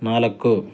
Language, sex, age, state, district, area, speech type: Kannada, male, 30-45, Karnataka, Mandya, rural, read